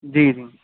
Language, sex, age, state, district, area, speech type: Urdu, male, 18-30, Uttar Pradesh, Shahjahanpur, urban, conversation